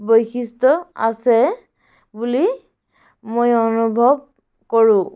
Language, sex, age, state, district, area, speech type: Assamese, female, 18-30, Assam, Dibrugarh, rural, spontaneous